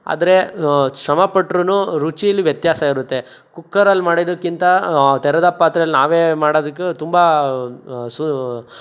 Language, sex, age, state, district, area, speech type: Kannada, male, 60+, Karnataka, Tumkur, rural, spontaneous